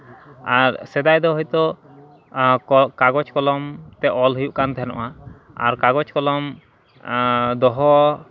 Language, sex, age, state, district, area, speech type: Santali, male, 30-45, West Bengal, Malda, rural, spontaneous